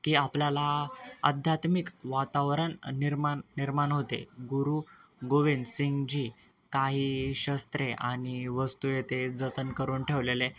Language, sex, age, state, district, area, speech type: Marathi, male, 18-30, Maharashtra, Nanded, rural, spontaneous